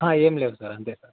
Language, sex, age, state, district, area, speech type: Telugu, male, 18-30, Telangana, Yadadri Bhuvanagiri, urban, conversation